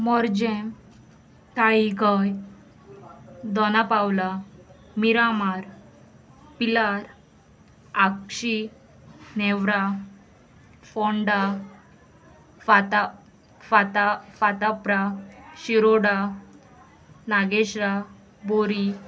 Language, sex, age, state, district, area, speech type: Goan Konkani, female, 18-30, Goa, Murmgao, urban, spontaneous